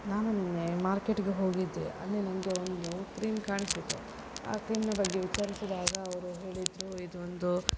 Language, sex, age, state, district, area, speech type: Kannada, female, 30-45, Karnataka, Shimoga, rural, spontaneous